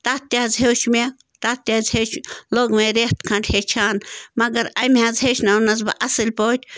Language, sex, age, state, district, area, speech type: Kashmiri, female, 30-45, Jammu and Kashmir, Bandipora, rural, spontaneous